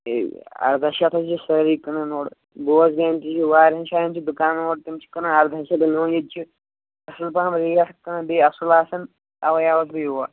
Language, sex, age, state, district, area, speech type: Kashmiri, male, 18-30, Jammu and Kashmir, Shopian, rural, conversation